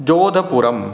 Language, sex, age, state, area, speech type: Sanskrit, male, 30-45, Rajasthan, urban, spontaneous